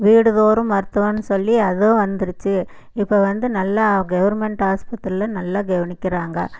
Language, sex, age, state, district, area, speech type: Tamil, female, 60+, Tamil Nadu, Erode, urban, spontaneous